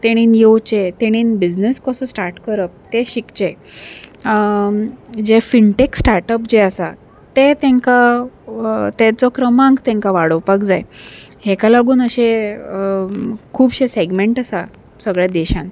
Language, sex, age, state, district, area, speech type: Goan Konkani, female, 30-45, Goa, Salcete, urban, spontaneous